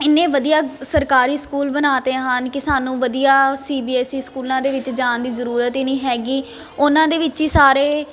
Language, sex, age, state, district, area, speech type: Punjabi, female, 18-30, Punjab, Ludhiana, urban, spontaneous